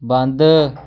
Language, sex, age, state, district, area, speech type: Punjabi, male, 30-45, Punjab, Amritsar, urban, read